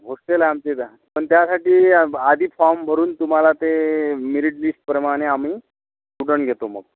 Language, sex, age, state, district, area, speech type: Marathi, male, 60+, Maharashtra, Amravati, rural, conversation